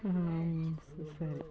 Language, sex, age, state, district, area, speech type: Kannada, female, 30-45, Karnataka, Mysore, rural, spontaneous